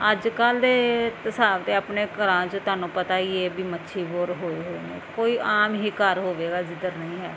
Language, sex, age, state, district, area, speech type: Punjabi, female, 30-45, Punjab, Firozpur, rural, spontaneous